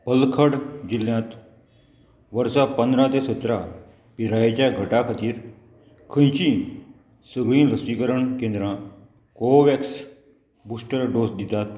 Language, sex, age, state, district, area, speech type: Goan Konkani, male, 45-60, Goa, Murmgao, rural, read